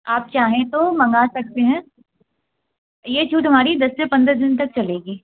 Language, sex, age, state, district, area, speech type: Hindi, female, 18-30, Madhya Pradesh, Gwalior, rural, conversation